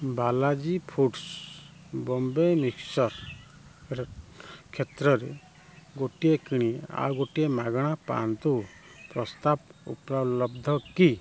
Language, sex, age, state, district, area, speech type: Odia, male, 30-45, Odisha, Kendrapara, urban, read